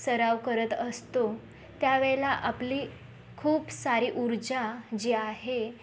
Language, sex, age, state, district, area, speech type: Marathi, female, 18-30, Maharashtra, Kolhapur, urban, spontaneous